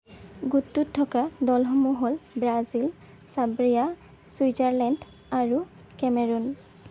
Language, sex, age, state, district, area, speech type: Assamese, female, 18-30, Assam, Golaghat, urban, read